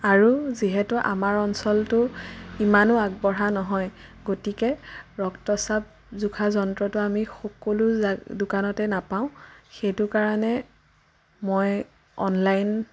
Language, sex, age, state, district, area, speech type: Assamese, female, 18-30, Assam, Sonitpur, rural, spontaneous